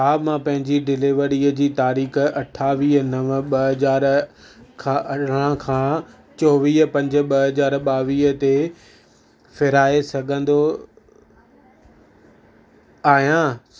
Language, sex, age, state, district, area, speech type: Sindhi, male, 30-45, Maharashtra, Thane, urban, read